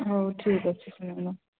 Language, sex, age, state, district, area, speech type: Odia, female, 30-45, Odisha, Sambalpur, rural, conversation